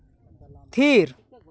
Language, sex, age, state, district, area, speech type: Santali, male, 18-30, West Bengal, Purba Bardhaman, rural, read